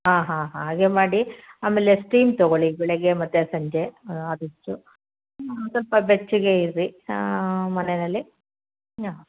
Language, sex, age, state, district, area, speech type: Kannada, female, 45-60, Karnataka, Chitradurga, rural, conversation